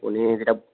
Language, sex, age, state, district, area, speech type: Assamese, male, 30-45, Assam, Jorhat, urban, conversation